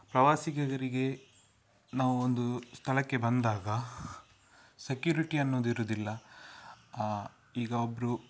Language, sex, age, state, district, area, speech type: Kannada, male, 18-30, Karnataka, Udupi, rural, spontaneous